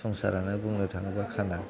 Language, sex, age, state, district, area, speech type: Bodo, male, 45-60, Assam, Chirang, urban, spontaneous